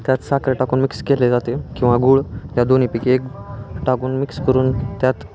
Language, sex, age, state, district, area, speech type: Marathi, male, 18-30, Maharashtra, Osmanabad, rural, spontaneous